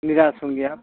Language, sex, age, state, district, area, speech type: Hindi, male, 18-30, Uttar Pradesh, Ghazipur, rural, conversation